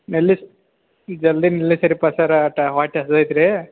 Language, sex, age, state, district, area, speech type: Kannada, male, 45-60, Karnataka, Belgaum, rural, conversation